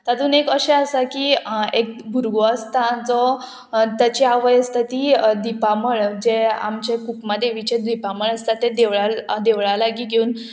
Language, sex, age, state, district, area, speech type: Goan Konkani, female, 18-30, Goa, Murmgao, urban, spontaneous